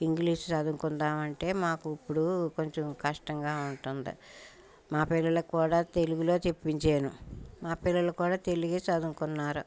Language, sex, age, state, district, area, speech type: Telugu, female, 60+, Andhra Pradesh, Bapatla, urban, spontaneous